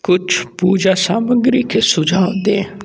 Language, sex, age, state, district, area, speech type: Hindi, male, 60+, Uttar Pradesh, Sonbhadra, rural, read